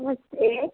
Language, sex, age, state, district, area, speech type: Hindi, female, 18-30, Uttar Pradesh, Prayagraj, rural, conversation